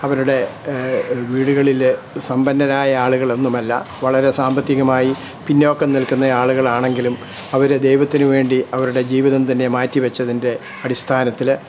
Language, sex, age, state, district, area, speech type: Malayalam, male, 60+, Kerala, Kottayam, rural, spontaneous